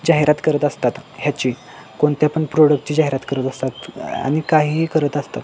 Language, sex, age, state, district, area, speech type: Marathi, male, 18-30, Maharashtra, Sangli, urban, spontaneous